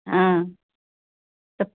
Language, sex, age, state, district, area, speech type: Hindi, female, 60+, Uttar Pradesh, Mau, rural, conversation